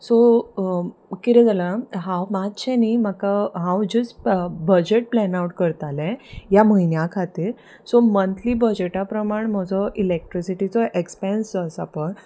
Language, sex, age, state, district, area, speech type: Goan Konkani, female, 30-45, Goa, Salcete, urban, spontaneous